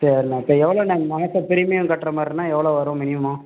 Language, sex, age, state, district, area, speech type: Tamil, male, 30-45, Tamil Nadu, Pudukkottai, rural, conversation